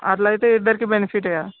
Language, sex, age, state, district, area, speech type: Telugu, male, 18-30, Telangana, Vikarabad, urban, conversation